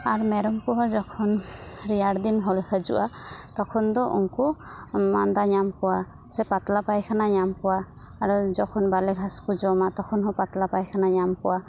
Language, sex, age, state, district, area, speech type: Santali, female, 18-30, West Bengal, Uttar Dinajpur, rural, spontaneous